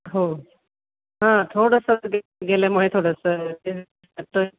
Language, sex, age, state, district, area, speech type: Marathi, female, 45-60, Maharashtra, Nashik, urban, conversation